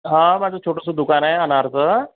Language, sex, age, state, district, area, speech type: Marathi, male, 30-45, Maharashtra, Akola, urban, conversation